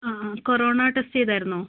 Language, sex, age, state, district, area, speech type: Malayalam, female, 45-60, Kerala, Wayanad, rural, conversation